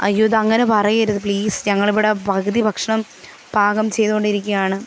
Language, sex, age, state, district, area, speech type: Malayalam, female, 18-30, Kerala, Pathanamthitta, rural, spontaneous